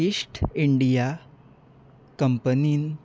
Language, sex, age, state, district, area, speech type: Goan Konkani, male, 18-30, Goa, Salcete, rural, read